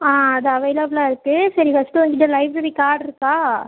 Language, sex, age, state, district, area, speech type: Tamil, female, 18-30, Tamil Nadu, Ariyalur, rural, conversation